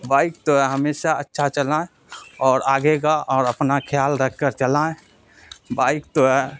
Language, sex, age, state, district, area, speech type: Urdu, male, 45-60, Bihar, Supaul, rural, spontaneous